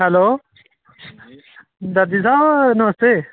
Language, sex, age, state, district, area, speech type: Dogri, male, 18-30, Jammu and Kashmir, Kathua, rural, conversation